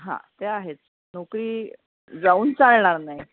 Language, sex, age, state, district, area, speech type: Marathi, female, 60+, Maharashtra, Mumbai Suburban, urban, conversation